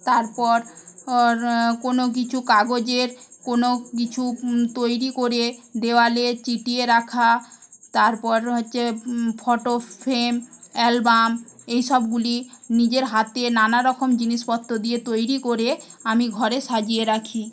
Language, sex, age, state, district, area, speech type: Bengali, female, 18-30, West Bengal, Paschim Medinipur, rural, spontaneous